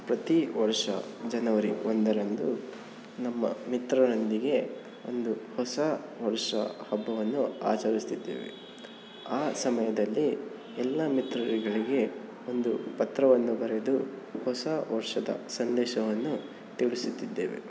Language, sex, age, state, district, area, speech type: Kannada, male, 18-30, Karnataka, Davanagere, urban, spontaneous